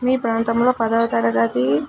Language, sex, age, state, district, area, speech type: Telugu, female, 18-30, Telangana, Mahbubnagar, urban, spontaneous